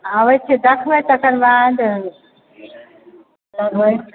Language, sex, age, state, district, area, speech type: Maithili, female, 45-60, Bihar, Supaul, urban, conversation